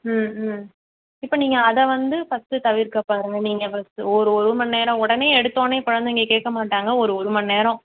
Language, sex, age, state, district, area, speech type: Tamil, female, 30-45, Tamil Nadu, Chennai, urban, conversation